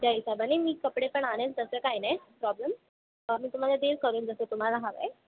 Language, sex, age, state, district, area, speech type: Marathi, female, 18-30, Maharashtra, Thane, urban, conversation